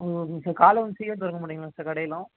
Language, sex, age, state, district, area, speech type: Tamil, male, 18-30, Tamil Nadu, Namakkal, rural, conversation